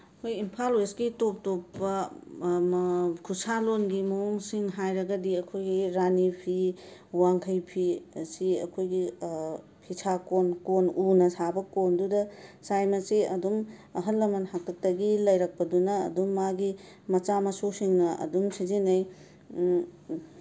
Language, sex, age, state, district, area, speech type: Manipuri, female, 30-45, Manipur, Imphal West, urban, spontaneous